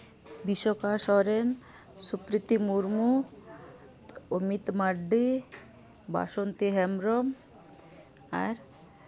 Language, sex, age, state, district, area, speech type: Santali, female, 30-45, West Bengal, Malda, rural, spontaneous